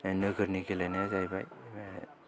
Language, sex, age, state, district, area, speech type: Bodo, male, 45-60, Assam, Kokrajhar, urban, spontaneous